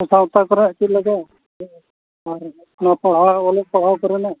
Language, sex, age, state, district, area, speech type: Santali, male, 45-60, Odisha, Mayurbhanj, rural, conversation